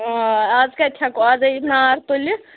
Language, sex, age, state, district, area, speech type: Kashmiri, female, 30-45, Jammu and Kashmir, Ganderbal, rural, conversation